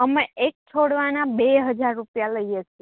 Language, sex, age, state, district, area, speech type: Gujarati, female, 18-30, Gujarat, Rajkot, urban, conversation